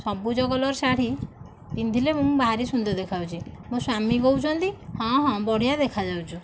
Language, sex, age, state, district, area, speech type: Odia, female, 30-45, Odisha, Nayagarh, rural, spontaneous